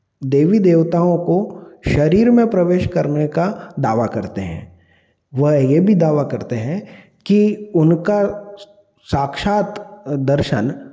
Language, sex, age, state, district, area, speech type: Hindi, male, 30-45, Madhya Pradesh, Ujjain, urban, spontaneous